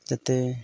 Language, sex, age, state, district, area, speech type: Santali, male, 18-30, Jharkhand, Pakur, rural, spontaneous